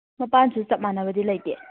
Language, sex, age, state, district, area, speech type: Manipuri, female, 18-30, Manipur, Kakching, rural, conversation